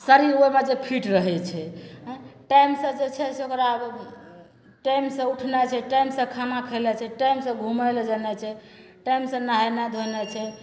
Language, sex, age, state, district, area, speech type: Maithili, female, 45-60, Bihar, Madhepura, rural, spontaneous